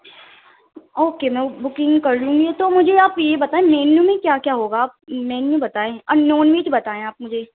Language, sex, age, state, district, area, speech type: Urdu, female, 18-30, Delhi, Central Delhi, urban, conversation